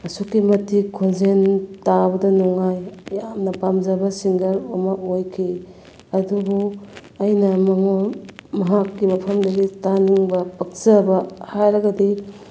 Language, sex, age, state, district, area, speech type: Manipuri, female, 30-45, Manipur, Bishnupur, rural, spontaneous